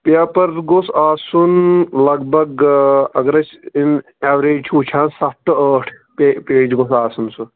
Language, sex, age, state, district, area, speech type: Kashmiri, male, 18-30, Jammu and Kashmir, Pulwama, rural, conversation